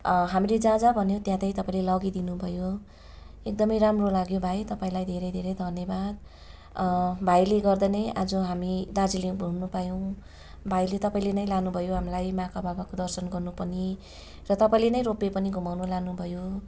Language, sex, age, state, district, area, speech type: Nepali, female, 30-45, West Bengal, Darjeeling, rural, spontaneous